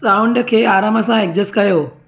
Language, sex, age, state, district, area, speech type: Sindhi, female, 30-45, Gujarat, Surat, urban, read